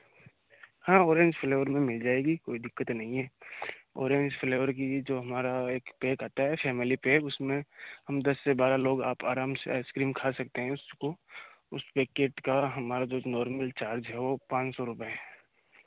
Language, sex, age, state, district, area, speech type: Hindi, female, 18-30, Rajasthan, Nagaur, urban, conversation